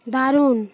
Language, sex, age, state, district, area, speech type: Bengali, female, 30-45, West Bengal, Paschim Medinipur, rural, read